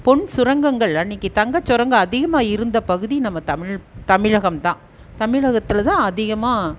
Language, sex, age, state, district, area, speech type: Tamil, female, 60+, Tamil Nadu, Erode, urban, spontaneous